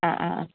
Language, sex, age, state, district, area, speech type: Malayalam, female, 30-45, Kerala, Kollam, rural, conversation